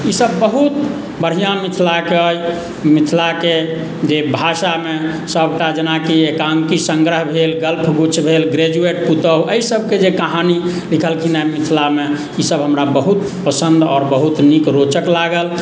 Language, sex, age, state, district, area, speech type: Maithili, male, 45-60, Bihar, Sitamarhi, urban, spontaneous